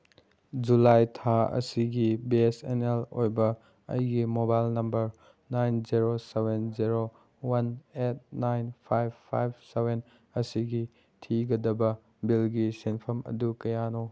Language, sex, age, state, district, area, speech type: Manipuri, male, 18-30, Manipur, Chandel, rural, read